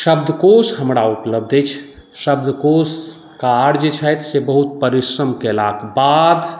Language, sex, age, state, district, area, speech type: Maithili, male, 45-60, Bihar, Madhubani, rural, spontaneous